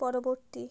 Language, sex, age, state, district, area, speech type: Bengali, female, 30-45, West Bengal, South 24 Parganas, rural, read